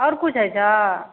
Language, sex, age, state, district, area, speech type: Maithili, female, 45-60, Bihar, Madhepura, urban, conversation